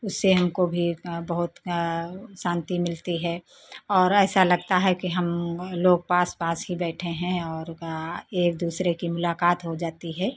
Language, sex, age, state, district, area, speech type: Hindi, female, 45-60, Uttar Pradesh, Lucknow, rural, spontaneous